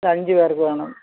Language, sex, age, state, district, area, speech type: Malayalam, female, 60+, Kerala, Thiruvananthapuram, urban, conversation